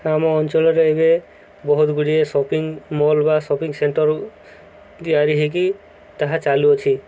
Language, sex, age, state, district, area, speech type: Odia, male, 18-30, Odisha, Subarnapur, urban, spontaneous